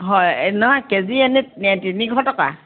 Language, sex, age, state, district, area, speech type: Assamese, female, 60+, Assam, Dhemaji, rural, conversation